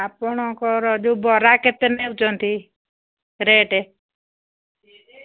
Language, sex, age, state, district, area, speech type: Odia, female, 45-60, Odisha, Angul, rural, conversation